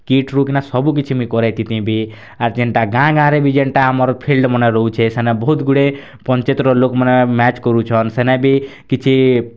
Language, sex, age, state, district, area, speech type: Odia, male, 18-30, Odisha, Kalahandi, rural, spontaneous